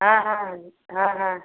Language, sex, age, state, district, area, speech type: Hindi, female, 18-30, Uttar Pradesh, Prayagraj, rural, conversation